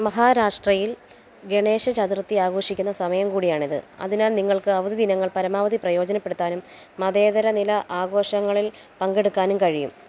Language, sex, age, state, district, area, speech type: Malayalam, female, 30-45, Kerala, Alappuzha, rural, read